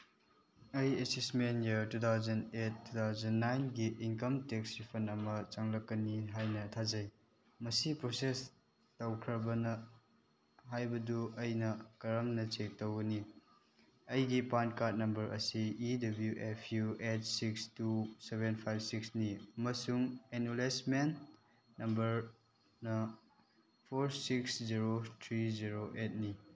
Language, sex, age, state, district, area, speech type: Manipuri, male, 18-30, Manipur, Chandel, rural, read